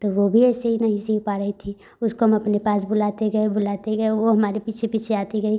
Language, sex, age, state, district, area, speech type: Hindi, female, 18-30, Uttar Pradesh, Prayagraj, urban, spontaneous